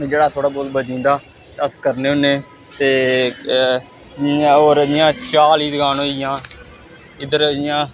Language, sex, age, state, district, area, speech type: Dogri, male, 18-30, Jammu and Kashmir, Samba, rural, spontaneous